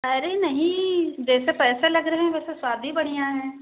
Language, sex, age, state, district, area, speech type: Hindi, female, 30-45, Uttar Pradesh, Prayagraj, rural, conversation